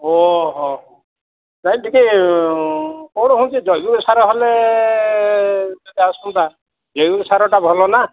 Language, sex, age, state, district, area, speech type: Odia, male, 45-60, Odisha, Kandhamal, rural, conversation